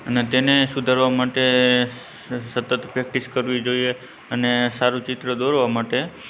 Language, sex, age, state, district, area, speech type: Gujarati, male, 45-60, Gujarat, Morbi, rural, spontaneous